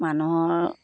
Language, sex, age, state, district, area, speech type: Assamese, female, 60+, Assam, Dhemaji, rural, spontaneous